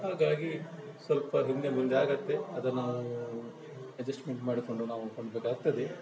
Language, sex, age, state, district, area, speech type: Kannada, male, 45-60, Karnataka, Udupi, rural, spontaneous